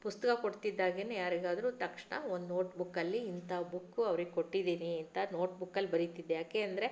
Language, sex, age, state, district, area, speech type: Kannada, female, 45-60, Karnataka, Chitradurga, rural, spontaneous